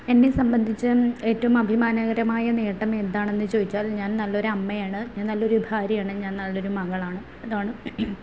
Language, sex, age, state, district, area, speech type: Malayalam, female, 30-45, Kerala, Ernakulam, rural, spontaneous